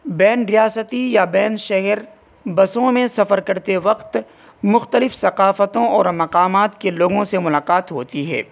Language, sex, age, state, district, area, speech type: Urdu, male, 18-30, Uttar Pradesh, Saharanpur, urban, spontaneous